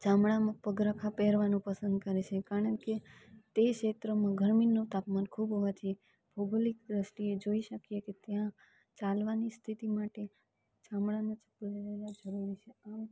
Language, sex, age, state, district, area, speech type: Gujarati, female, 18-30, Gujarat, Rajkot, rural, spontaneous